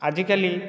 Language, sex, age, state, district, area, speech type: Odia, male, 30-45, Odisha, Dhenkanal, rural, spontaneous